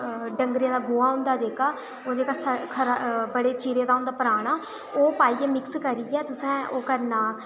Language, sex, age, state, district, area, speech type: Dogri, female, 18-30, Jammu and Kashmir, Udhampur, rural, spontaneous